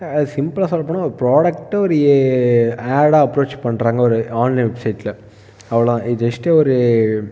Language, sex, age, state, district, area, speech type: Tamil, male, 18-30, Tamil Nadu, Viluppuram, urban, spontaneous